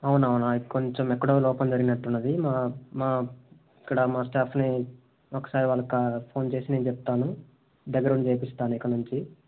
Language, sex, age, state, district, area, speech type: Telugu, male, 18-30, Telangana, Sangareddy, urban, conversation